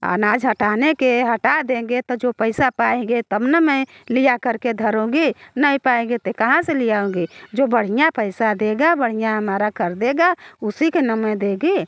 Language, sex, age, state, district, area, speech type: Hindi, female, 60+, Uttar Pradesh, Bhadohi, rural, spontaneous